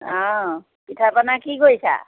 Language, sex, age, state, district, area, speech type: Assamese, female, 60+, Assam, Dhemaji, rural, conversation